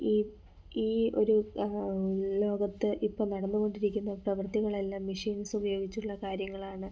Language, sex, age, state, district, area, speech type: Malayalam, female, 18-30, Kerala, Kollam, rural, spontaneous